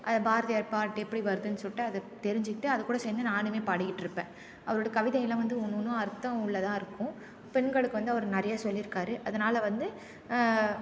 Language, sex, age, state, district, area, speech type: Tamil, female, 18-30, Tamil Nadu, Thanjavur, rural, spontaneous